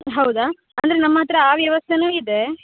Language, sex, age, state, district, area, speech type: Kannada, female, 18-30, Karnataka, Uttara Kannada, rural, conversation